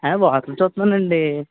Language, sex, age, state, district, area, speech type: Telugu, male, 18-30, Andhra Pradesh, Konaseema, urban, conversation